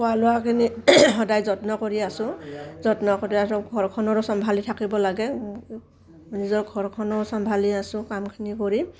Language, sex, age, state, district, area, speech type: Assamese, female, 45-60, Assam, Udalguri, rural, spontaneous